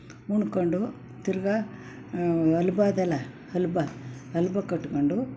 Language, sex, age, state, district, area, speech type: Kannada, female, 60+, Karnataka, Mysore, rural, spontaneous